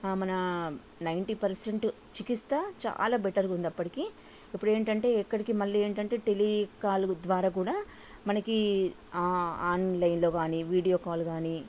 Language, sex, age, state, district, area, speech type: Telugu, female, 45-60, Telangana, Sangareddy, urban, spontaneous